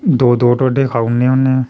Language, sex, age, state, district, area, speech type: Dogri, male, 30-45, Jammu and Kashmir, Reasi, rural, spontaneous